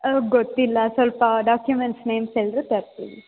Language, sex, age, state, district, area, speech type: Kannada, female, 18-30, Karnataka, Chikkaballapur, rural, conversation